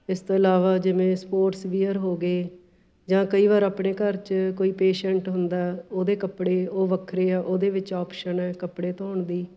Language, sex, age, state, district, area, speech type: Punjabi, female, 45-60, Punjab, Fatehgarh Sahib, urban, spontaneous